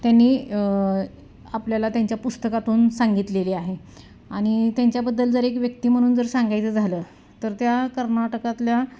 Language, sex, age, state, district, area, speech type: Marathi, female, 30-45, Maharashtra, Satara, rural, spontaneous